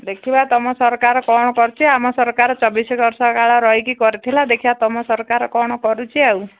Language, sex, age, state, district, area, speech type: Odia, female, 45-60, Odisha, Angul, rural, conversation